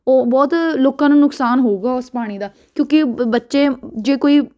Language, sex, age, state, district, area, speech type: Punjabi, female, 18-30, Punjab, Ludhiana, urban, spontaneous